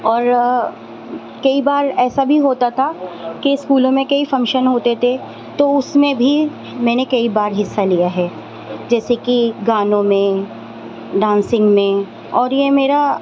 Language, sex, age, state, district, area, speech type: Urdu, female, 30-45, Delhi, Central Delhi, urban, spontaneous